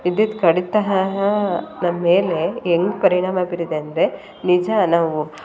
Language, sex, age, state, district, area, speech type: Kannada, female, 30-45, Karnataka, Hassan, urban, spontaneous